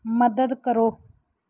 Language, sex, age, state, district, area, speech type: Punjabi, female, 30-45, Punjab, Mansa, urban, read